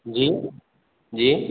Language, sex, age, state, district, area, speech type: Hindi, male, 18-30, Uttar Pradesh, Jaunpur, urban, conversation